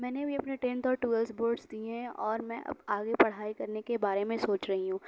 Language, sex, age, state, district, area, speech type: Urdu, female, 18-30, Uttar Pradesh, Mau, urban, spontaneous